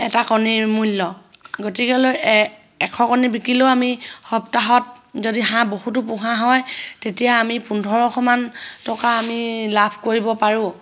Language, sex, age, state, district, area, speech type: Assamese, female, 30-45, Assam, Sivasagar, rural, spontaneous